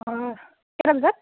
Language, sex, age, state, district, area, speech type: Assamese, female, 18-30, Assam, Charaideo, urban, conversation